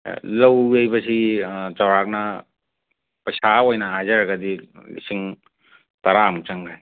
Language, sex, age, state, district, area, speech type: Manipuri, male, 45-60, Manipur, Imphal West, urban, conversation